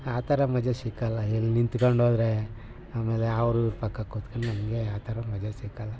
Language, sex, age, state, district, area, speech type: Kannada, male, 60+, Karnataka, Mysore, rural, spontaneous